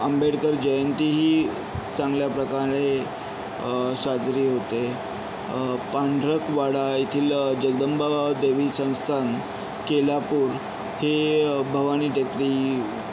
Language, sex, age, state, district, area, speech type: Marathi, male, 30-45, Maharashtra, Yavatmal, urban, spontaneous